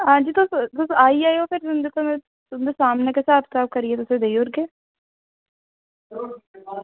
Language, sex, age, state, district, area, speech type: Dogri, female, 18-30, Jammu and Kashmir, Samba, urban, conversation